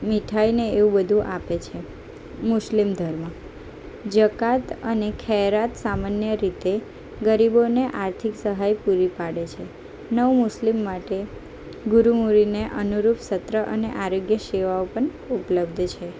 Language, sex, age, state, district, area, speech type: Gujarati, female, 18-30, Gujarat, Anand, urban, spontaneous